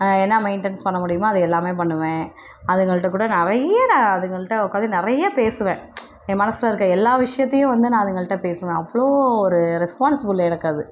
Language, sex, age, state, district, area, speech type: Tamil, female, 30-45, Tamil Nadu, Perambalur, rural, spontaneous